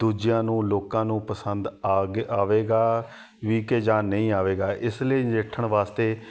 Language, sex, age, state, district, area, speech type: Punjabi, male, 30-45, Punjab, Shaheed Bhagat Singh Nagar, urban, spontaneous